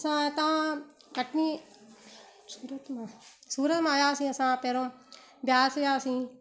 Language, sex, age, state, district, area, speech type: Sindhi, female, 30-45, Gujarat, Surat, urban, spontaneous